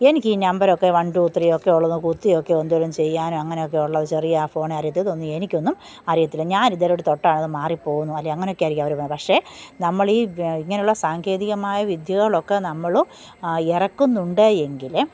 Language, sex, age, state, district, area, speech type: Malayalam, female, 45-60, Kerala, Pathanamthitta, rural, spontaneous